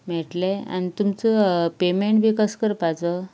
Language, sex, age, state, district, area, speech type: Goan Konkani, female, 18-30, Goa, Canacona, rural, spontaneous